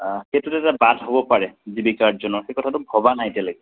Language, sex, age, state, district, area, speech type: Assamese, male, 30-45, Assam, Majuli, urban, conversation